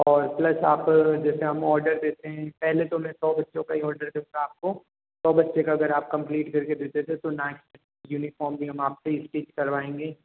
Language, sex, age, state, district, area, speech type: Hindi, male, 18-30, Rajasthan, Jodhpur, urban, conversation